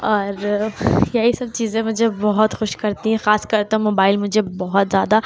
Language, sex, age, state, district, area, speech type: Urdu, female, 18-30, Uttar Pradesh, Lucknow, rural, spontaneous